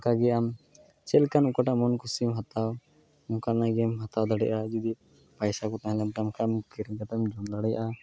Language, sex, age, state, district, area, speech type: Santali, male, 18-30, West Bengal, Malda, rural, spontaneous